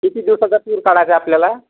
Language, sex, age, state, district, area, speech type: Marathi, male, 60+, Maharashtra, Yavatmal, urban, conversation